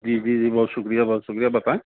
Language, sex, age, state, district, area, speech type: Urdu, male, 30-45, Delhi, South Delhi, urban, conversation